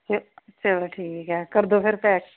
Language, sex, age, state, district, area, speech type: Punjabi, female, 30-45, Punjab, Pathankot, rural, conversation